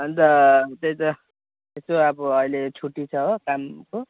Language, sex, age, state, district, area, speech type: Nepali, male, 18-30, West Bengal, Kalimpong, rural, conversation